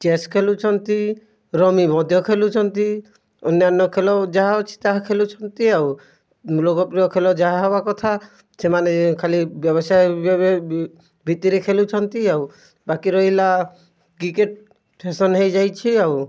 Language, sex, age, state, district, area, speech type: Odia, male, 30-45, Odisha, Kalahandi, rural, spontaneous